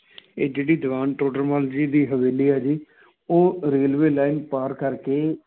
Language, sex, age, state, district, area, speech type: Punjabi, male, 30-45, Punjab, Fatehgarh Sahib, rural, conversation